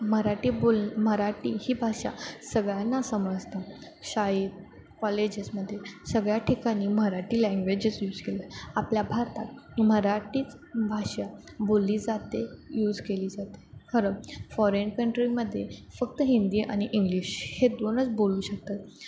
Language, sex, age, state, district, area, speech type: Marathi, female, 18-30, Maharashtra, Sangli, rural, spontaneous